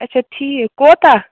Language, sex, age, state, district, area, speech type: Kashmiri, female, 18-30, Jammu and Kashmir, Baramulla, rural, conversation